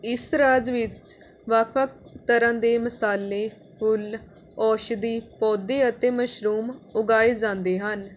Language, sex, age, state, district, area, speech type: Punjabi, female, 18-30, Punjab, Rupnagar, rural, read